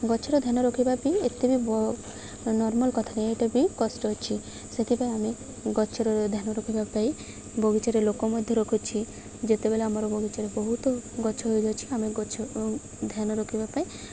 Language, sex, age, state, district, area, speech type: Odia, female, 18-30, Odisha, Malkangiri, urban, spontaneous